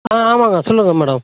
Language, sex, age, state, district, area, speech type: Tamil, male, 45-60, Tamil Nadu, Tiruchirappalli, rural, conversation